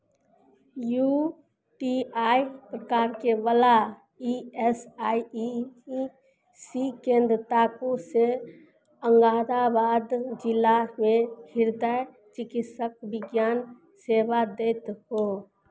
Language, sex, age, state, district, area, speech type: Maithili, female, 45-60, Bihar, Madhubani, rural, read